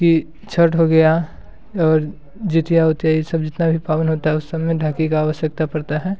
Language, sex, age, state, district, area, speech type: Hindi, male, 18-30, Bihar, Muzaffarpur, rural, spontaneous